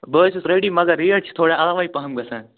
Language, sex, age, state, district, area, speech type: Kashmiri, male, 30-45, Jammu and Kashmir, Anantnag, rural, conversation